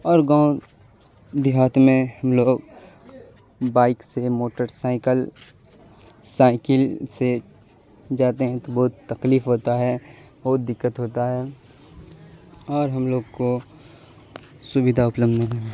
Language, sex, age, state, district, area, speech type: Urdu, male, 18-30, Bihar, Supaul, rural, spontaneous